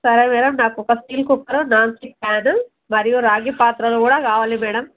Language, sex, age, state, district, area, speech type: Telugu, female, 30-45, Telangana, Narayanpet, urban, conversation